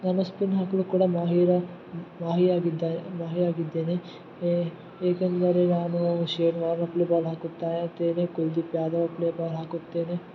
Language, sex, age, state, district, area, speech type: Kannada, male, 18-30, Karnataka, Gulbarga, urban, spontaneous